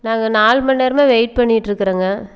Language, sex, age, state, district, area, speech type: Tamil, female, 30-45, Tamil Nadu, Erode, rural, spontaneous